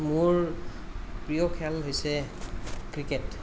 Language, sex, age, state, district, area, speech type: Assamese, male, 30-45, Assam, Kamrup Metropolitan, urban, spontaneous